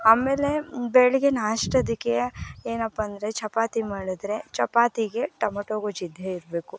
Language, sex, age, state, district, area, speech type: Kannada, female, 18-30, Karnataka, Mysore, rural, spontaneous